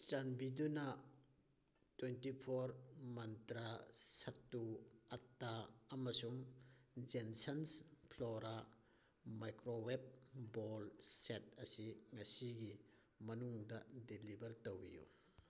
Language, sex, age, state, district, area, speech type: Manipuri, male, 30-45, Manipur, Thoubal, rural, read